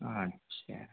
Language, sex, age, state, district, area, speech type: Hindi, male, 30-45, Uttar Pradesh, Azamgarh, rural, conversation